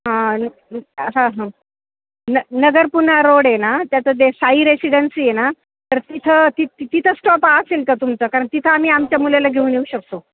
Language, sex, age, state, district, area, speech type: Marathi, female, 45-60, Maharashtra, Ahmednagar, rural, conversation